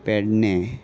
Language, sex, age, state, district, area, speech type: Goan Konkani, male, 30-45, Goa, Salcete, rural, spontaneous